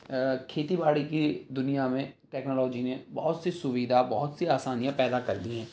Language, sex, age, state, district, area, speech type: Urdu, male, 30-45, Delhi, South Delhi, rural, spontaneous